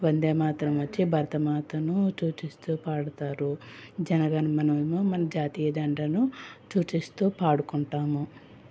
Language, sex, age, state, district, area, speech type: Telugu, female, 18-30, Andhra Pradesh, Anakapalli, rural, spontaneous